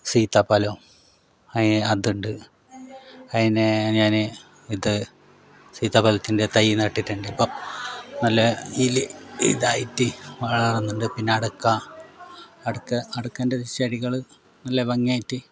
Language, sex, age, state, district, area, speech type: Malayalam, male, 45-60, Kerala, Kasaragod, rural, spontaneous